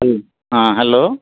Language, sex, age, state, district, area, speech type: Odia, male, 60+, Odisha, Bhadrak, rural, conversation